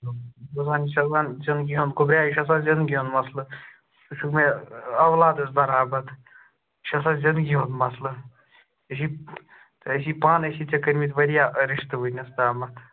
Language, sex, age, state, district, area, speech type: Kashmiri, male, 18-30, Jammu and Kashmir, Ganderbal, rural, conversation